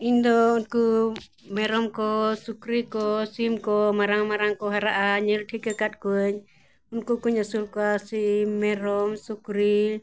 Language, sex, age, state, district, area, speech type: Santali, female, 60+, Jharkhand, Bokaro, rural, spontaneous